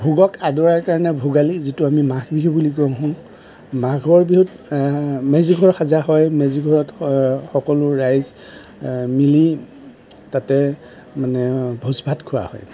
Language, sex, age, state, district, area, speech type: Assamese, male, 45-60, Assam, Darrang, rural, spontaneous